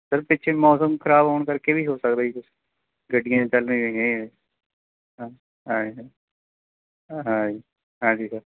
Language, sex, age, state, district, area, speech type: Punjabi, male, 30-45, Punjab, Mansa, rural, conversation